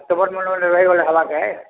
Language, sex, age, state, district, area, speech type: Odia, male, 60+, Odisha, Balangir, urban, conversation